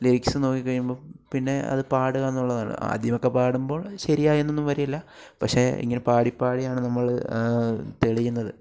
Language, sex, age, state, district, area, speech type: Malayalam, male, 18-30, Kerala, Alappuzha, rural, spontaneous